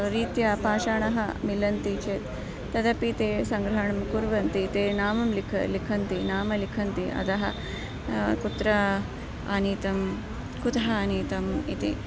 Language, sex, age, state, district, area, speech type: Sanskrit, female, 45-60, Karnataka, Dharwad, urban, spontaneous